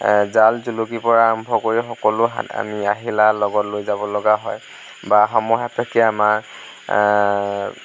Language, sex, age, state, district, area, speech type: Assamese, male, 30-45, Assam, Lakhimpur, rural, spontaneous